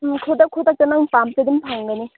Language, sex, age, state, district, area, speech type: Manipuri, female, 18-30, Manipur, Chandel, rural, conversation